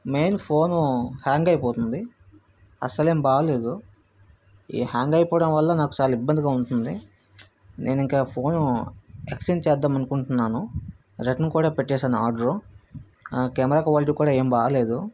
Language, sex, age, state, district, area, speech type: Telugu, male, 45-60, Andhra Pradesh, Vizianagaram, rural, spontaneous